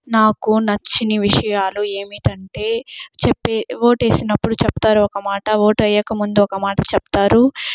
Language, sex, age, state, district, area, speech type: Telugu, female, 18-30, Andhra Pradesh, Chittoor, urban, spontaneous